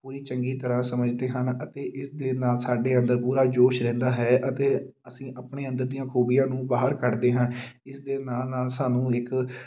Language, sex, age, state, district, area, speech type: Punjabi, male, 30-45, Punjab, Amritsar, urban, spontaneous